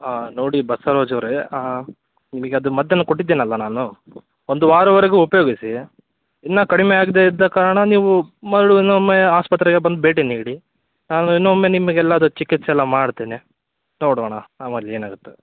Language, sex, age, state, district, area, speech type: Kannada, male, 18-30, Karnataka, Davanagere, rural, conversation